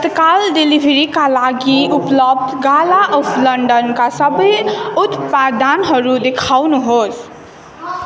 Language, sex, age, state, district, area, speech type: Nepali, female, 18-30, West Bengal, Darjeeling, rural, read